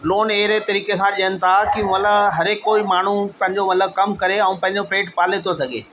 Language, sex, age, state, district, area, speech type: Sindhi, male, 60+, Delhi, South Delhi, urban, spontaneous